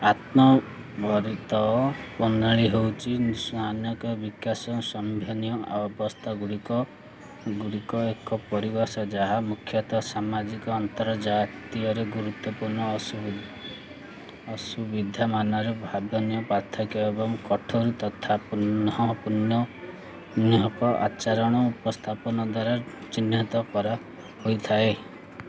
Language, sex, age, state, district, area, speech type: Odia, male, 30-45, Odisha, Ganjam, urban, read